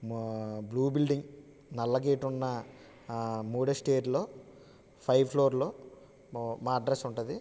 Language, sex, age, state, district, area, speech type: Telugu, male, 30-45, Andhra Pradesh, West Godavari, rural, spontaneous